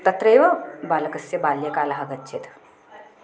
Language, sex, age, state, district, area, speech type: Sanskrit, female, 45-60, Maharashtra, Nagpur, urban, spontaneous